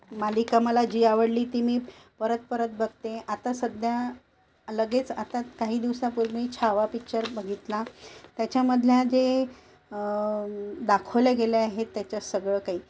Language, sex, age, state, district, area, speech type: Marathi, female, 45-60, Maharashtra, Nagpur, urban, spontaneous